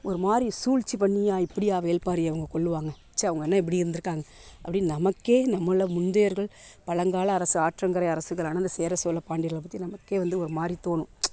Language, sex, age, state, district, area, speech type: Tamil, female, 30-45, Tamil Nadu, Tiruvarur, rural, spontaneous